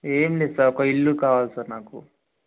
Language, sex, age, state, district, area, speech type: Telugu, male, 18-30, Telangana, Hyderabad, urban, conversation